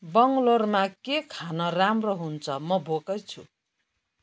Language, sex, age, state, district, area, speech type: Nepali, female, 60+, West Bengal, Kalimpong, rural, read